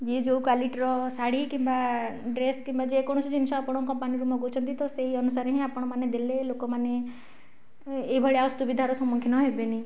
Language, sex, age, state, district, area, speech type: Odia, female, 45-60, Odisha, Nayagarh, rural, spontaneous